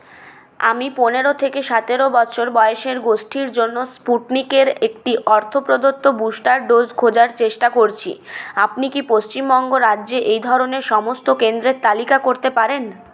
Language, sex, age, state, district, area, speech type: Bengali, female, 30-45, West Bengal, Purulia, urban, read